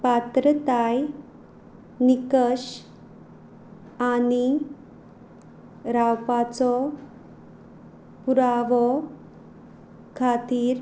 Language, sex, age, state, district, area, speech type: Goan Konkani, female, 30-45, Goa, Quepem, rural, read